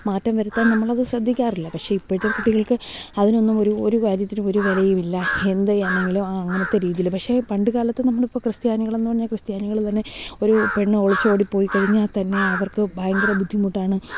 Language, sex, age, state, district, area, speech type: Malayalam, female, 30-45, Kerala, Thiruvananthapuram, urban, spontaneous